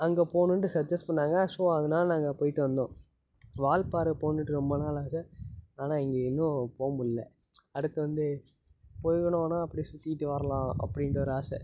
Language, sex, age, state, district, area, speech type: Tamil, male, 18-30, Tamil Nadu, Tiruppur, urban, spontaneous